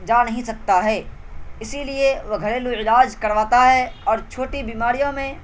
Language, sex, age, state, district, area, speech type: Urdu, male, 18-30, Bihar, Purnia, rural, spontaneous